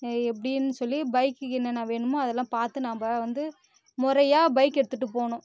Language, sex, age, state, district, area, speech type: Tamil, female, 18-30, Tamil Nadu, Kallakurichi, rural, spontaneous